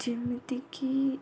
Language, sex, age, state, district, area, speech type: Odia, female, 18-30, Odisha, Sundergarh, urban, spontaneous